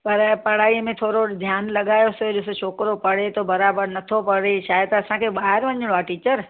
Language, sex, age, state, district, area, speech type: Sindhi, female, 45-60, Gujarat, Surat, urban, conversation